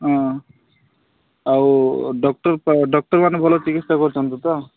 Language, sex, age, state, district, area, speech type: Odia, male, 30-45, Odisha, Nabarangpur, urban, conversation